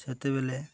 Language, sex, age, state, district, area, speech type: Odia, male, 45-60, Odisha, Malkangiri, urban, spontaneous